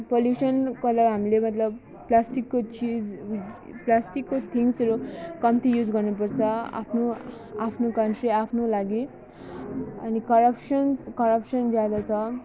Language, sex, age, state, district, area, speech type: Nepali, female, 30-45, West Bengal, Alipurduar, urban, spontaneous